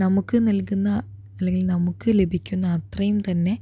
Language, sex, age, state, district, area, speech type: Malayalam, female, 30-45, Kerala, Palakkad, rural, spontaneous